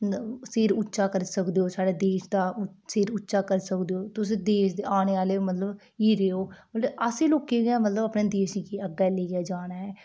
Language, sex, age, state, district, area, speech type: Dogri, female, 18-30, Jammu and Kashmir, Udhampur, rural, spontaneous